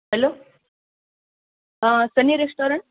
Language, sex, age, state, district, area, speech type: Marathi, male, 18-30, Maharashtra, Nanded, rural, conversation